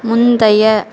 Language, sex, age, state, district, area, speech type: Tamil, female, 18-30, Tamil Nadu, Perambalur, rural, read